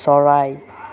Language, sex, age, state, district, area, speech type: Assamese, male, 18-30, Assam, Nagaon, rural, read